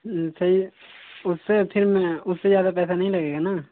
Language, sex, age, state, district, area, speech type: Hindi, male, 18-30, Uttar Pradesh, Mau, rural, conversation